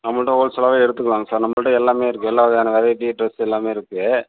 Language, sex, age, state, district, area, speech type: Tamil, male, 60+, Tamil Nadu, Sivaganga, urban, conversation